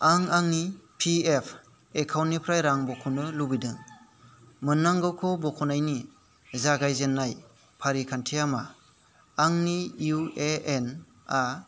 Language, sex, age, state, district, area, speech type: Bodo, male, 30-45, Assam, Kokrajhar, rural, read